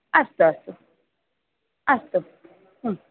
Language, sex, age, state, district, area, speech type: Sanskrit, female, 18-30, Kerala, Thiruvananthapuram, urban, conversation